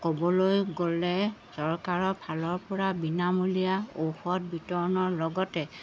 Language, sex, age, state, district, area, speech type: Assamese, female, 60+, Assam, Golaghat, rural, spontaneous